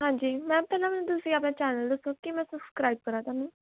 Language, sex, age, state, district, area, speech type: Punjabi, female, 18-30, Punjab, Pathankot, rural, conversation